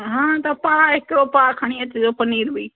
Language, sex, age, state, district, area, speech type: Sindhi, female, 45-60, Delhi, South Delhi, rural, conversation